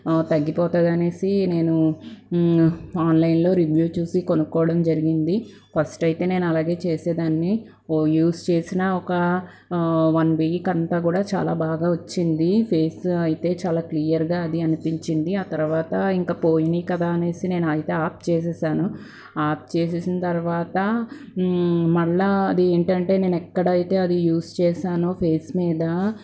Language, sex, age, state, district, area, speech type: Telugu, female, 30-45, Andhra Pradesh, Palnadu, urban, spontaneous